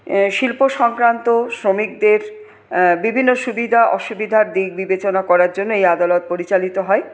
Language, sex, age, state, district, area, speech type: Bengali, female, 45-60, West Bengal, Paschim Bardhaman, urban, spontaneous